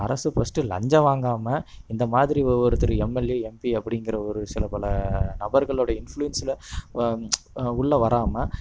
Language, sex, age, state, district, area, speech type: Tamil, male, 30-45, Tamil Nadu, Namakkal, rural, spontaneous